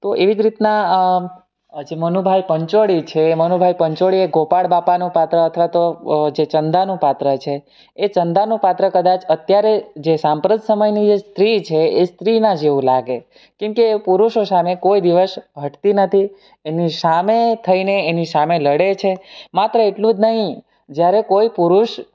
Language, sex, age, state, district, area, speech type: Gujarati, male, 18-30, Gujarat, Surat, rural, spontaneous